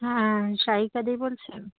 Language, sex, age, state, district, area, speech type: Bengali, female, 18-30, West Bengal, South 24 Parganas, rural, conversation